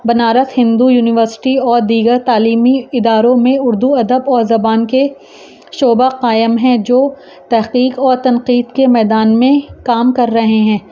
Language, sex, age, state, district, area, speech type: Urdu, female, 30-45, Uttar Pradesh, Rampur, urban, spontaneous